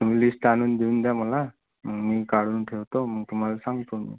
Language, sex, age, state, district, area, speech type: Marathi, male, 18-30, Maharashtra, Amravati, urban, conversation